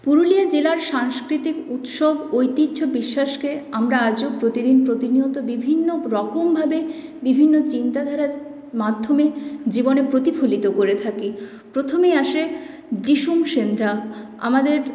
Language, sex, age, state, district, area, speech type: Bengali, female, 18-30, West Bengal, Purulia, urban, spontaneous